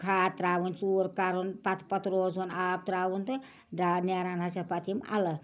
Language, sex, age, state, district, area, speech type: Kashmiri, female, 60+, Jammu and Kashmir, Ganderbal, rural, spontaneous